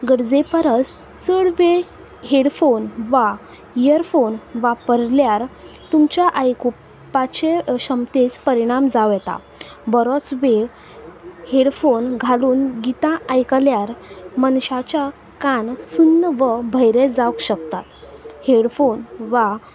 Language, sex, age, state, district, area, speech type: Goan Konkani, female, 18-30, Goa, Quepem, rural, spontaneous